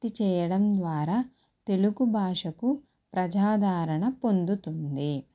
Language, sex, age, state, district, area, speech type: Telugu, female, 18-30, Andhra Pradesh, Konaseema, rural, spontaneous